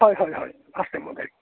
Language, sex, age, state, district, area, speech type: Assamese, male, 30-45, Assam, Morigaon, rural, conversation